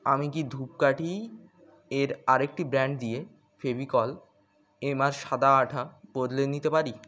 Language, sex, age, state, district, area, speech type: Bengali, male, 18-30, West Bengal, Birbhum, urban, read